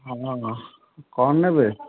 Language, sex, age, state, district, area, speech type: Odia, male, 30-45, Odisha, Kendujhar, urban, conversation